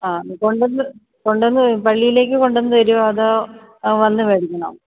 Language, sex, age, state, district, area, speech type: Malayalam, female, 30-45, Kerala, Idukki, rural, conversation